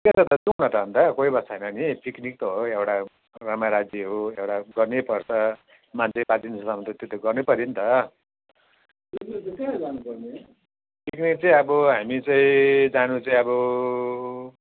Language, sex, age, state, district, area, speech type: Nepali, male, 45-60, West Bengal, Jalpaiguri, urban, conversation